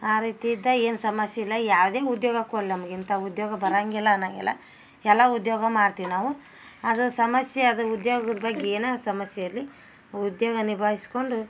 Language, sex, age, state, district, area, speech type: Kannada, female, 45-60, Karnataka, Gadag, rural, spontaneous